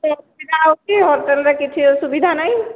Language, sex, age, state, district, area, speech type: Odia, female, 45-60, Odisha, Sambalpur, rural, conversation